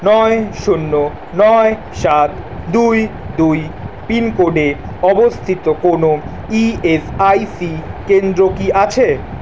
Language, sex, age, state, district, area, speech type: Bengali, male, 18-30, West Bengal, Kolkata, urban, read